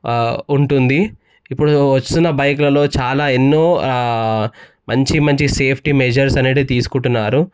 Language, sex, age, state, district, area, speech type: Telugu, male, 18-30, Telangana, Medchal, urban, spontaneous